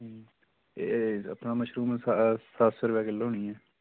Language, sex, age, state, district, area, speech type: Dogri, male, 30-45, Jammu and Kashmir, Udhampur, rural, conversation